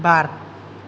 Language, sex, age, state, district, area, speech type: Bodo, male, 18-30, Assam, Kokrajhar, rural, read